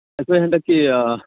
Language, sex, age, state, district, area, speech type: Manipuri, male, 30-45, Manipur, Churachandpur, rural, conversation